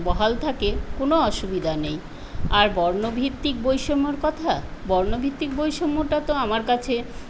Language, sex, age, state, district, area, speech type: Bengali, female, 60+, West Bengal, Paschim Medinipur, rural, spontaneous